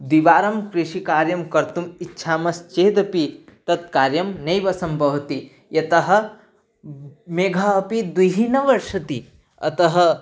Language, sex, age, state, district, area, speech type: Sanskrit, male, 18-30, Odisha, Bargarh, rural, spontaneous